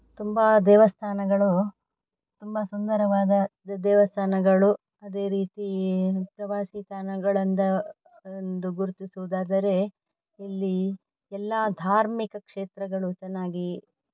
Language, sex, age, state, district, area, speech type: Kannada, female, 45-60, Karnataka, Dakshina Kannada, urban, spontaneous